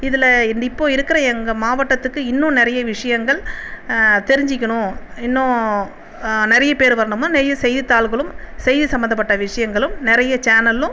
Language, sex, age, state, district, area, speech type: Tamil, female, 45-60, Tamil Nadu, Viluppuram, urban, spontaneous